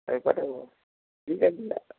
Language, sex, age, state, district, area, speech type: Bengali, male, 45-60, West Bengal, Hooghly, urban, conversation